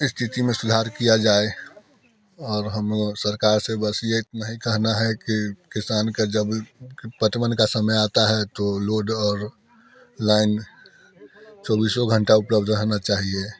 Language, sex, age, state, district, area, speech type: Hindi, male, 30-45, Bihar, Muzaffarpur, rural, spontaneous